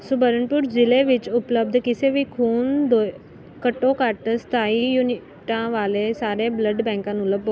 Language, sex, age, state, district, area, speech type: Punjabi, female, 18-30, Punjab, Ludhiana, rural, read